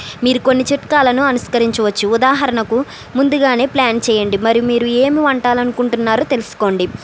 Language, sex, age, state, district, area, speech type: Telugu, female, 30-45, Andhra Pradesh, East Godavari, rural, spontaneous